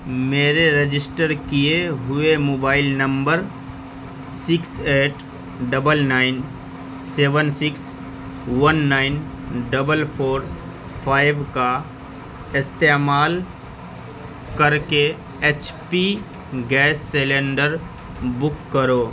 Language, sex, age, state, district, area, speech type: Urdu, male, 30-45, Delhi, Central Delhi, urban, read